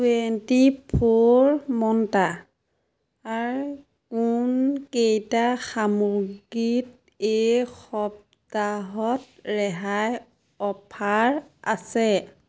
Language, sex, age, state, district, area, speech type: Assamese, female, 30-45, Assam, Majuli, urban, read